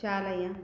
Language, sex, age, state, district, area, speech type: Sanskrit, female, 60+, Andhra Pradesh, Krishna, urban, read